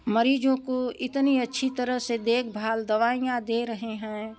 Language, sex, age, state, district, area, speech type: Hindi, female, 60+, Uttar Pradesh, Prayagraj, urban, spontaneous